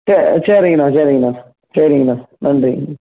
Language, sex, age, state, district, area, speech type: Tamil, male, 18-30, Tamil Nadu, Coimbatore, urban, conversation